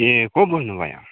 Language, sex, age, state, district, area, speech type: Nepali, male, 30-45, West Bengal, Kalimpong, rural, conversation